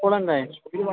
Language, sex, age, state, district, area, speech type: Malayalam, male, 30-45, Kerala, Alappuzha, rural, conversation